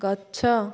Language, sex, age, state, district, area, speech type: Odia, female, 18-30, Odisha, Dhenkanal, rural, read